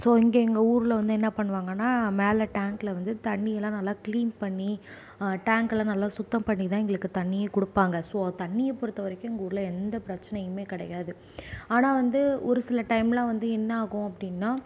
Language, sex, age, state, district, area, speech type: Tamil, female, 18-30, Tamil Nadu, Nagapattinam, rural, spontaneous